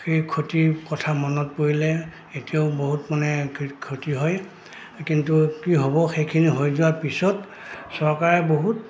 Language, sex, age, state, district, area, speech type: Assamese, male, 60+, Assam, Goalpara, rural, spontaneous